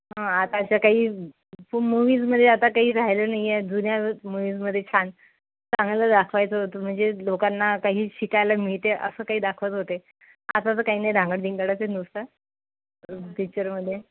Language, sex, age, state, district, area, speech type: Marathi, female, 45-60, Maharashtra, Nagpur, urban, conversation